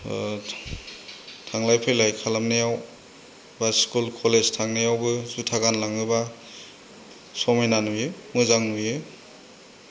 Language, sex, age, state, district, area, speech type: Bodo, male, 30-45, Assam, Chirang, rural, spontaneous